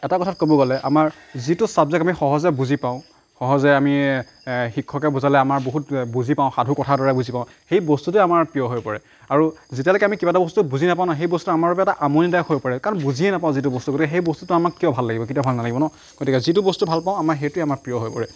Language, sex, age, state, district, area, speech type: Assamese, male, 45-60, Assam, Darrang, rural, spontaneous